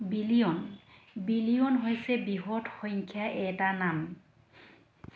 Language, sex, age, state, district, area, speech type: Assamese, female, 30-45, Assam, Dhemaji, rural, read